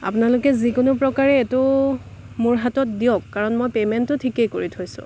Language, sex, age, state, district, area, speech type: Assamese, female, 30-45, Assam, Dibrugarh, rural, spontaneous